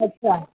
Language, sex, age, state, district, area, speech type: Sindhi, female, 30-45, Rajasthan, Ajmer, urban, conversation